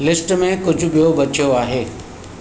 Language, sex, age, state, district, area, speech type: Sindhi, male, 60+, Maharashtra, Mumbai Suburban, urban, read